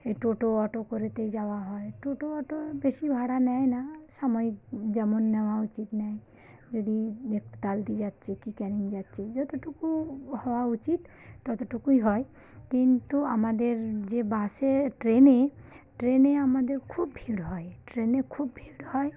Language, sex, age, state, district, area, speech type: Bengali, female, 45-60, West Bengal, South 24 Parganas, rural, spontaneous